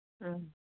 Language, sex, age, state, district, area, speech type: Manipuri, female, 60+, Manipur, Kangpokpi, urban, conversation